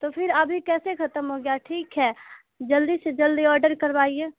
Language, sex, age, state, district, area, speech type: Urdu, female, 18-30, Bihar, Khagaria, rural, conversation